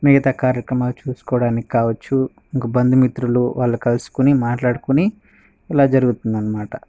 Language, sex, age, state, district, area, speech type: Telugu, male, 18-30, Andhra Pradesh, Sri Balaji, rural, spontaneous